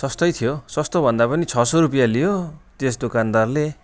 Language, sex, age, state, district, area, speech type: Nepali, male, 45-60, West Bengal, Darjeeling, rural, spontaneous